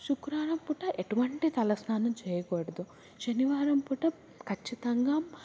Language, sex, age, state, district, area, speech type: Telugu, female, 18-30, Telangana, Hyderabad, urban, spontaneous